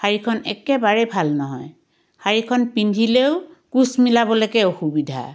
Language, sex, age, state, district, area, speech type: Assamese, female, 45-60, Assam, Biswanath, rural, spontaneous